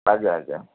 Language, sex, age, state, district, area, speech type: Odia, male, 45-60, Odisha, Sundergarh, rural, conversation